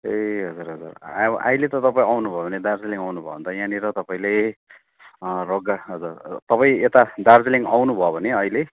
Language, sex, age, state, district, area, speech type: Nepali, male, 45-60, West Bengal, Darjeeling, rural, conversation